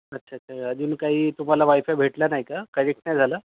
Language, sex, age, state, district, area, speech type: Marathi, male, 30-45, Maharashtra, Nagpur, urban, conversation